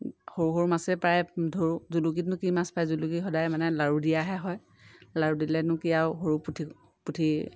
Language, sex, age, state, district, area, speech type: Assamese, female, 30-45, Assam, Lakhimpur, rural, spontaneous